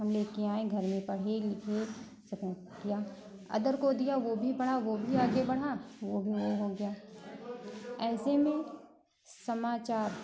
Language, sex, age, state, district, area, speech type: Hindi, female, 30-45, Uttar Pradesh, Lucknow, rural, spontaneous